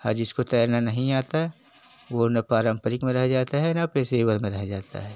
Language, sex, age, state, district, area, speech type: Hindi, male, 45-60, Uttar Pradesh, Jaunpur, rural, spontaneous